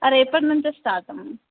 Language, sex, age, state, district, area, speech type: Telugu, female, 18-30, Telangana, Vikarabad, rural, conversation